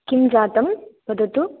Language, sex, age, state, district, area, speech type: Sanskrit, female, 18-30, Kerala, Kasaragod, rural, conversation